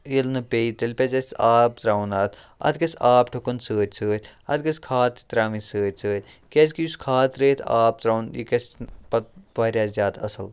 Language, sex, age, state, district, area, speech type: Kashmiri, male, 30-45, Jammu and Kashmir, Kupwara, rural, spontaneous